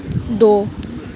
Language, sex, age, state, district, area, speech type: Dogri, female, 18-30, Jammu and Kashmir, Samba, rural, read